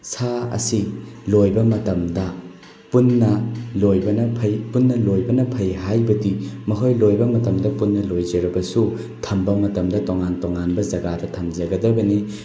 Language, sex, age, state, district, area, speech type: Manipuri, male, 18-30, Manipur, Bishnupur, rural, spontaneous